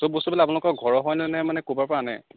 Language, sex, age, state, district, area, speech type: Assamese, male, 30-45, Assam, Nagaon, rural, conversation